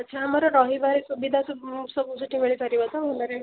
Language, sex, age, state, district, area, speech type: Odia, female, 18-30, Odisha, Cuttack, urban, conversation